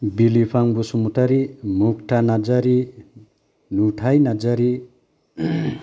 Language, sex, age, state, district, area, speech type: Bodo, male, 45-60, Assam, Kokrajhar, rural, spontaneous